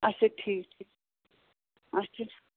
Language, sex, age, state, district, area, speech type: Kashmiri, female, 18-30, Jammu and Kashmir, Pulwama, rural, conversation